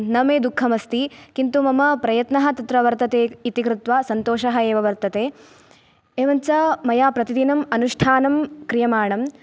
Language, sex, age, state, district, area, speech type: Sanskrit, female, 18-30, Kerala, Kasaragod, rural, spontaneous